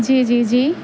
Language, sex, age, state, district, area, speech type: Urdu, female, 30-45, Bihar, Gaya, urban, spontaneous